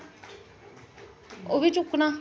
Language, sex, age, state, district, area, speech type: Dogri, female, 30-45, Jammu and Kashmir, Jammu, urban, spontaneous